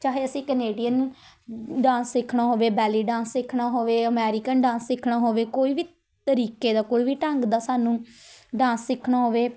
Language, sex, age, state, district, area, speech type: Punjabi, female, 18-30, Punjab, Patiala, urban, spontaneous